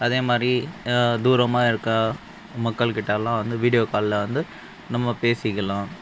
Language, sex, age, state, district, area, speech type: Tamil, male, 30-45, Tamil Nadu, Krishnagiri, rural, spontaneous